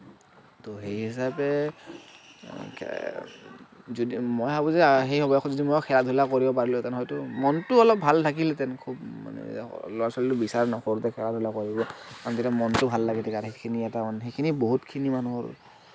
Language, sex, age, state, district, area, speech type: Assamese, male, 45-60, Assam, Kamrup Metropolitan, urban, spontaneous